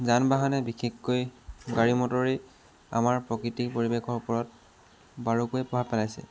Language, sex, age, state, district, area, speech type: Assamese, male, 18-30, Assam, Jorhat, urban, spontaneous